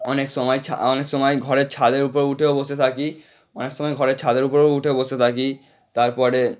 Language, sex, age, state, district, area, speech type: Bengali, male, 18-30, West Bengal, Howrah, urban, spontaneous